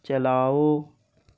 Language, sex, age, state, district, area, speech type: Urdu, male, 30-45, Telangana, Hyderabad, urban, read